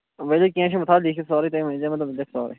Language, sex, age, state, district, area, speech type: Kashmiri, male, 18-30, Jammu and Kashmir, Kulgam, rural, conversation